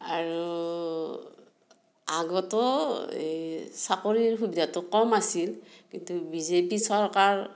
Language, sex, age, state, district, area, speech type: Assamese, female, 60+, Assam, Darrang, rural, spontaneous